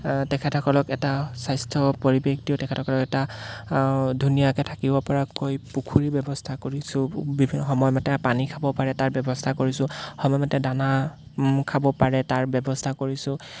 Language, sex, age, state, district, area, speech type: Assamese, male, 18-30, Assam, Golaghat, rural, spontaneous